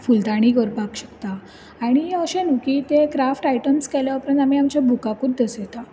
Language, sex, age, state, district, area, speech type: Goan Konkani, female, 18-30, Goa, Bardez, urban, spontaneous